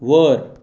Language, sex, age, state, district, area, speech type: Marathi, male, 30-45, Maharashtra, Raigad, rural, read